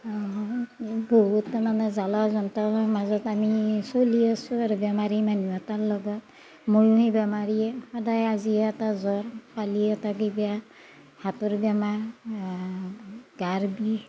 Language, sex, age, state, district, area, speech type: Assamese, female, 60+, Assam, Darrang, rural, spontaneous